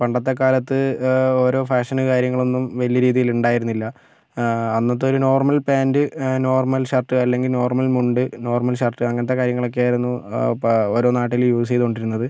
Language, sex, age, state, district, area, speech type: Malayalam, male, 18-30, Kerala, Kozhikode, urban, spontaneous